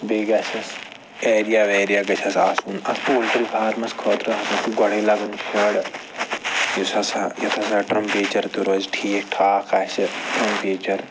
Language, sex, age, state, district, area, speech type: Kashmiri, male, 45-60, Jammu and Kashmir, Srinagar, urban, spontaneous